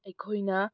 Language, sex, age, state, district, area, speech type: Manipuri, female, 18-30, Manipur, Tengnoupal, urban, spontaneous